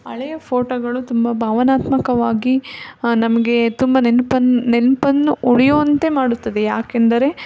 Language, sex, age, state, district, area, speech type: Kannada, female, 18-30, Karnataka, Davanagere, rural, spontaneous